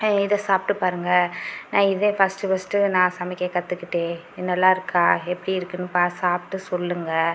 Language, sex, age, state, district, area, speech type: Tamil, female, 30-45, Tamil Nadu, Pudukkottai, rural, spontaneous